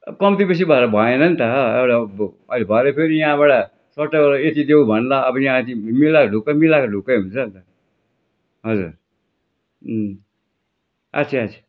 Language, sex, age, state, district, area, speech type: Nepali, male, 60+, West Bengal, Darjeeling, rural, spontaneous